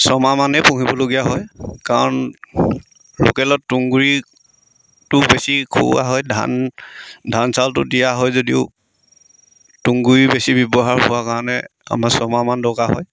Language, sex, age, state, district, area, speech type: Assamese, male, 30-45, Assam, Sivasagar, rural, spontaneous